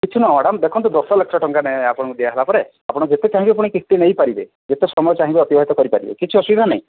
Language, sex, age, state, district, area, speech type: Odia, male, 18-30, Odisha, Boudh, rural, conversation